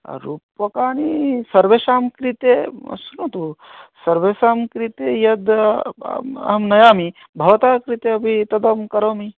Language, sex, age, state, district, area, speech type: Sanskrit, male, 30-45, West Bengal, North 24 Parganas, rural, conversation